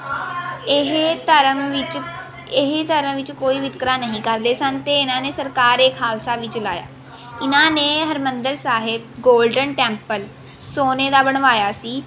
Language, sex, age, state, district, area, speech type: Punjabi, female, 18-30, Punjab, Rupnagar, rural, spontaneous